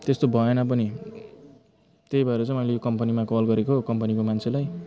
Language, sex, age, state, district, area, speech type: Nepali, male, 30-45, West Bengal, Jalpaiguri, rural, spontaneous